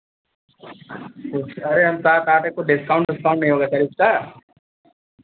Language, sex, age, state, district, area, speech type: Hindi, male, 45-60, Uttar Pradesh, Ayodhya, rural, conversation